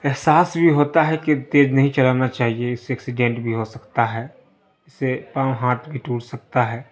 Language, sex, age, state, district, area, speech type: Urdu, male, 30-45, Bihar, Darbhanga, urban, spontaneous